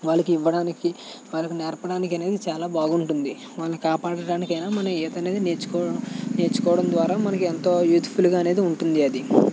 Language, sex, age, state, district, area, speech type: Telugu, male, 18-30, Andhra Pradesh, West Godavari, rural, spontaneous